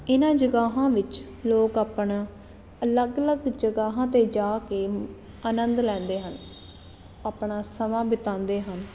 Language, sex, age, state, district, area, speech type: Punjabi, female, 18-30, Punjab, Jalandhar, urban, spontaneous